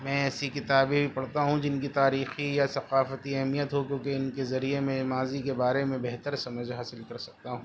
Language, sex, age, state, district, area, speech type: Urdu, male, 30-45, Delhi, East Delhi, urban, spontaneous